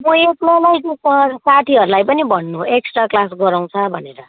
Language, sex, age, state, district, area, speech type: Nepali, female, 30-45, West Bengal, Kalimpong, rural, conversation